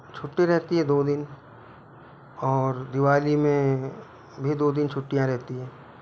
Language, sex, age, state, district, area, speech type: Hindi, male, 45-60, Madhya Pradesh, Balaghat, rural, spontaneous